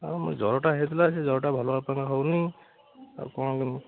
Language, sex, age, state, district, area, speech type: Odia, male, 45-60, Odisha, Kendrapara, urban, conversation